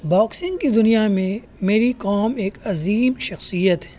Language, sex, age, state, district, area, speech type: Urdu, male, 18-30, Uttar Pradesh, Muzaffarnagar, urban, spontaneous